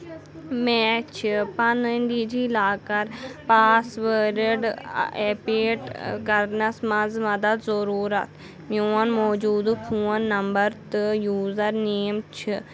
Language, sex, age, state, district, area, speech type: Kashmiri, female, 30-45, Jammu and Kashmir, Anantnag, urban, read